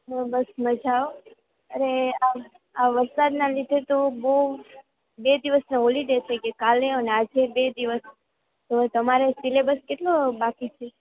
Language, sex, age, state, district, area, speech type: Gujarati, female, 18-30, Gujarat, Junagadh, rural, conversation